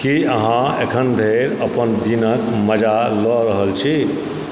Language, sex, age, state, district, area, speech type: Maithili, male, 45-60, Bihar, Supaul, rural, read